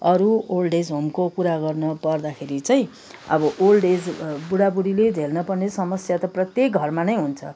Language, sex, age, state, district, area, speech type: Nepali, female, 60+, West Bengal, Kalimpong, rural, spontaneous